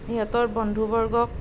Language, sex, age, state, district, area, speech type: Assamese, female, 45-60, Assam, Nalbari, rural, spontaneous